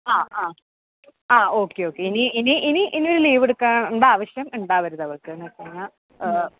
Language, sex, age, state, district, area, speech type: Malayalam, female, 18-30, Kerala, Thrissur, urban, conversation